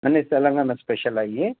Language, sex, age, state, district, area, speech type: Telugu, male, 60+, Telangana, Hyderabad, rural, conversation